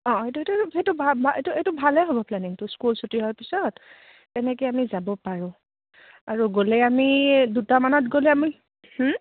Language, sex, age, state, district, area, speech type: Assamese, female, 30-45, Assam, Goalpara, urban, conversation